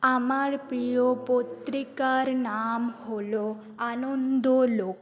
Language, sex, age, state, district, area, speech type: Bengali, female, 18-30, West Bengal, Jhargram, rural, spontaneous